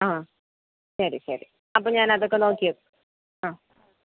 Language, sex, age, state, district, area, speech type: Malayalam, female, 18-30, Kerala, Thiruvananthapuram, rural, conversation